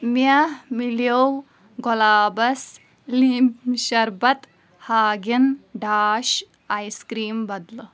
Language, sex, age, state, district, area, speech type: Kashmiri, female, 18-30, Jammu and Kashmir, Kulgam, rural, read